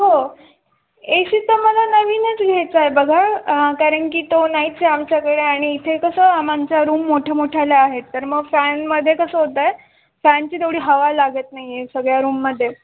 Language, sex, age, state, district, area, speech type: Marathi, female, 18-30, Maharashtra, Osmanabad, rural, conversation